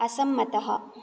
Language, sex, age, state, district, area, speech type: Sanskrit, female, 18-30, Karnataka, Bangalore Rural, urban, read